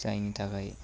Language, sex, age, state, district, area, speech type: Bodo, male, 18-30, Assam, Baksa, rural, spontaneous